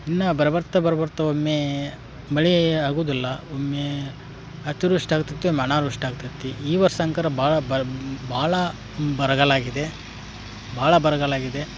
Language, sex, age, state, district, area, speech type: Kannada, male, 30-45, Karnataka, Dharwad, rural, spontaneous